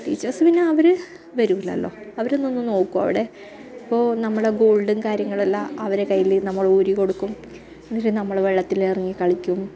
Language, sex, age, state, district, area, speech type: Malayalam, female, 30-45, Kerala, Kasaragod, rural, spontaneous